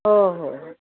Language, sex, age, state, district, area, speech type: Marathi, female, 60+, Maharashtra, Palghar, urban, conversation